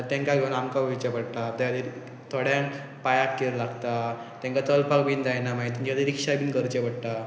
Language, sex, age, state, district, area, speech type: Goan Konkani, male, 18-30, Goa, Pernem, rural, spontaneous